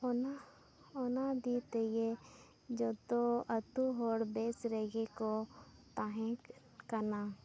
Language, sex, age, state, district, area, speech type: Santali, female, 18-30, Jharkhand, Seraikela Kharsawan, rural, spontaneous